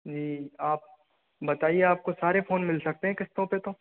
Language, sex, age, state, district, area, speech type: Hindi, male, 60+, Rajasthan, Karauli, rural, conversation